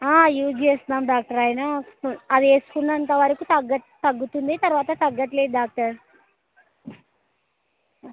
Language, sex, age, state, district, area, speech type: Telugu, female, 30-45, Andhra Pradesh, Kurnool, rural, conversation